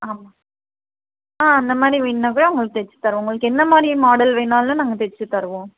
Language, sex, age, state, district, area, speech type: Tamil, female, 18-30, Tamil Nadu, Krishnagiri, rural, conversation